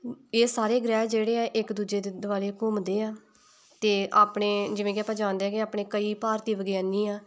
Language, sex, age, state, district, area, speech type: Punjabi, female, 18-30, Punjab, Tarn Taran, rural, spontaneous